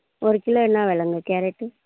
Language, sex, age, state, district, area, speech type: Tamil, female, 30-45, Tamil Nadu, Ranipet, urban, conversation